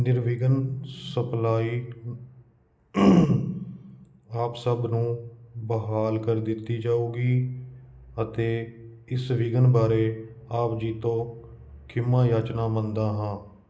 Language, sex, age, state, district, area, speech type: Punjabi, male, 30-45, Punjab, Kapurthala, urban, read